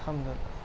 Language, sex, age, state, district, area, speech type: Urdu, male, 30-45, Telangana, Hyderabad, urban, spontaneous